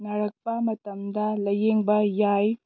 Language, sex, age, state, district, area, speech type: Manipuri, female, 18-30, Manipur, Tengnoupal, urban, spontaneous